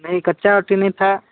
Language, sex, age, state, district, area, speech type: Hindi, male, 18-30, Uttar Pradesh, Sonbhadra, rural, conversation